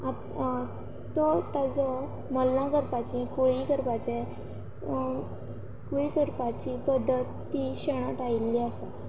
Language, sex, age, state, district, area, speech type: Goan Konkani, female, 18-30, Goa, Quepem, rural, spontaneous